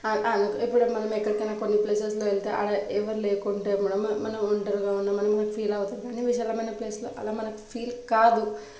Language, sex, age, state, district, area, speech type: Telugu, female, 18-30, Telangana, Nalgonda, urban, spontaneous